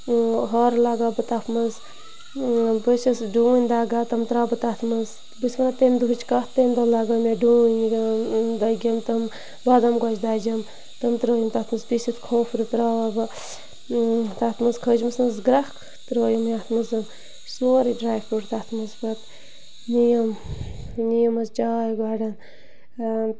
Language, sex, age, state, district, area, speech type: Kashmiri, female, 18-30, Jammu and Kashmir, Bandipora, rural, spontaneous